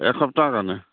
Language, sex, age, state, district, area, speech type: Assamese, male, 45-60, Assam, Charaideo, rural, conversation